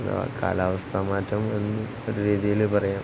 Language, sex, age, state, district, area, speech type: Malayalam, male, 18-30, Kerala, Kozhikode, rural, spontaneous